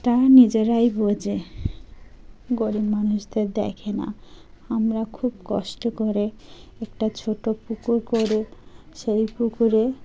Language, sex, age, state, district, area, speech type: Bengali, female, 30-45, West Bengal, Dakshin Dinajpur, urban, spontaneous